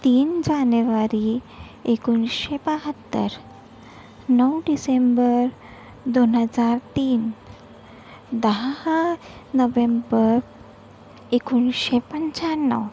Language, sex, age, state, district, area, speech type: Marathi, female, 45-60, Maharashtra, Nagpur, urban, spontaneous